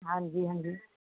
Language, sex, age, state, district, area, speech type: Punjabi, female, 45-60, Punjab, Mohali, urban, conversation